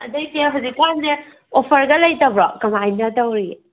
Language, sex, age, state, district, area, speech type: Manipuri, female, 18-30, Manipur, Kangpokpi, urban, conversation